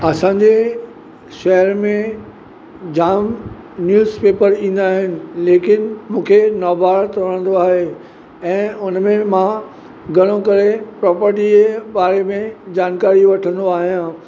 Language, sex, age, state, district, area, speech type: Sindhi, male, 45-60, Maharashtra, Mumbai Suburban, urban, spontaneous